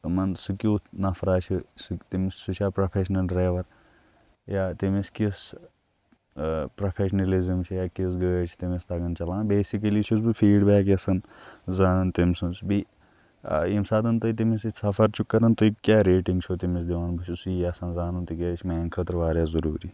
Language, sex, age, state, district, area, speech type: Kashmiri, male, 30-45, Jammu and Kashmir, Kulgam, rural, spontaneous